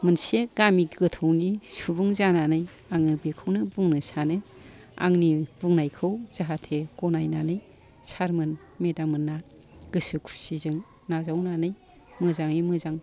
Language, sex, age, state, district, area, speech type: Bodo, female, 45-60, Assam, Kokrajhar, urban, spontaneous